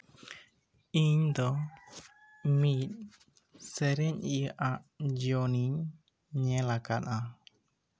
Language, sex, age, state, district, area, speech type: Santali, male, 18-30, West Bengal, Bankura, rural, spontaneous